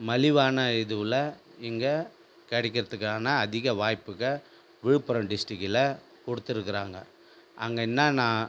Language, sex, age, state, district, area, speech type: Tamil, male, 45-60, Tamil Nadu, Viluppuram, rural, spontaneous